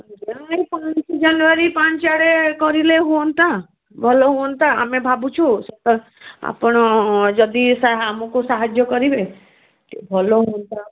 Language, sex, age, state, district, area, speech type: Odia, female, 60+, Odisha, Gajapati, rural, conversation